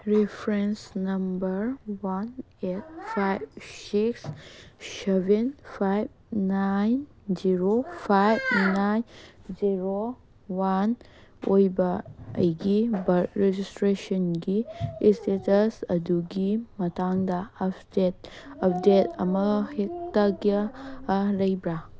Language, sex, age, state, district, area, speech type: Manipuri, female, 18-30, Manipur, Kangpokpi, urban, read